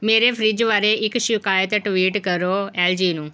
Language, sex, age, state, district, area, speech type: Punjabi, female, 45-60, Punjab, Pathankot, urban, read